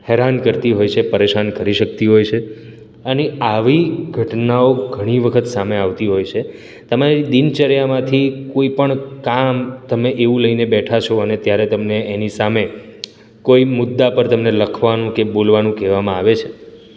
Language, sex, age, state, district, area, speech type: Gujarati, male, 30-45, Gujarat, Surat, urban, spontaneous